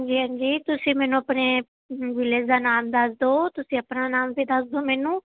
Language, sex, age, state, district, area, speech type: Punjabi, female, 18-30, Punjab, Fazilka, rural, conversation